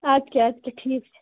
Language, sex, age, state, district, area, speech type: Kashmiri, other, 18-30, Jammu and Kashmir, Baramulla, rural, conversation